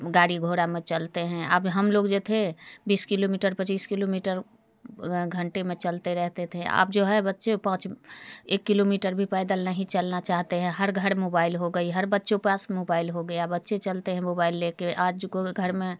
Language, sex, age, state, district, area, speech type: Hindi, female, 45-60, Bihar, Darbhanga, rural, spontaneous